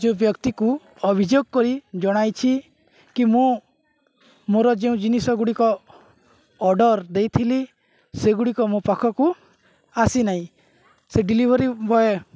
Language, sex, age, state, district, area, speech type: Odia, male, 18-30, Odisha, Nuapada, rural, spontaneous